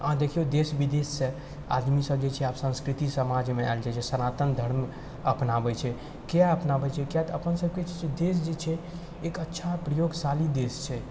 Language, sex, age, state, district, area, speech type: Maithili, male, 45-60, Bihar, Purnia, rural, spontaneous